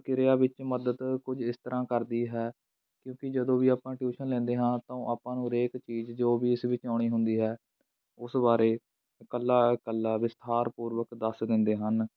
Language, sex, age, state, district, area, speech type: Punjabi, male, 18-30, Punjab, Fatehgarh Sahib, rural, spontaneous